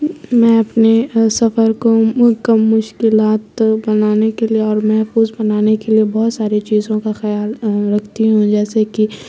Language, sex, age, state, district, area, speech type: Urdu, female, 18-30, Bihar, Supaul, rural, spontaneous